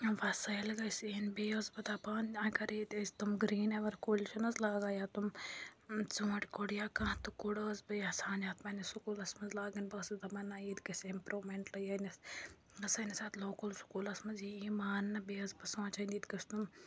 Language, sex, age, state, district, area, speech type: Kashmiri, female, 18-30, Jammu and Kashmir, Bandipora, rural, spontaneous